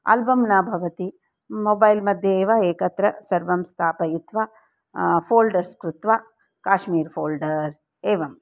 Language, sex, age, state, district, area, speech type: Sanskrit, female, 60+, Karnataka, Dharwad, urban, spontaneous